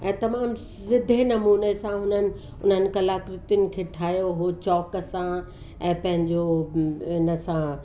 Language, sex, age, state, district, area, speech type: Sindhi, female, 60+, Uttar Pradesh, Lucknow, urban, spontaneous